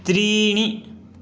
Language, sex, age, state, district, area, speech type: Sanskrit, male, 18-30, West Bengal, Purba Medinipur, rural, read